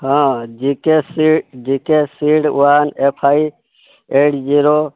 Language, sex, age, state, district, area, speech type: Odia, male, 18-30, Odisha, Boudh, rural, conversation